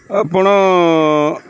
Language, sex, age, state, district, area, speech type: Odia, male, 60+, Odisha, Kendrapara, urban, spontaneous